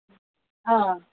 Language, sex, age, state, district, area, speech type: Nepali, female, 18-30, West Bengal, Darjeeling, rural, conversation